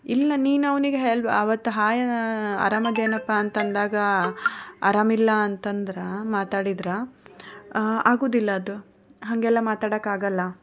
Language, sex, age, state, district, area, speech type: Kannada, female, 30-45, Karnataka, Koppal, rural, spontaneous